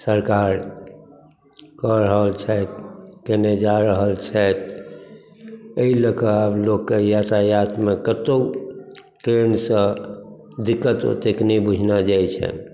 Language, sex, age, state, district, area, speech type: Maithili, male, 60+, Bihar, Madhubani, urban, spontaneous